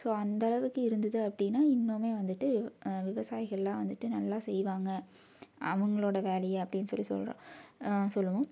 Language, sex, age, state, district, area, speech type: Tamil, female, 18-30, Tamil Nadu, Tiruppur, rural, spontaneous